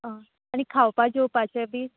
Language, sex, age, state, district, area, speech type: Goan Konkani, female, 18-30, Goa, Bardez, rural, conversation